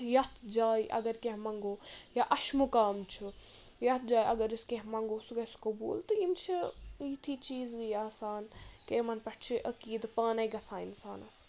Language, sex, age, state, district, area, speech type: Kashmiri, female, 18-30, Jammu and Kashmir, Budgam, rural, spontaneous